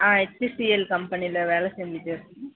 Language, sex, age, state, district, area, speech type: Tamil, female, 30-45, Tamil Nadu, Dharmapuri, rural, conversation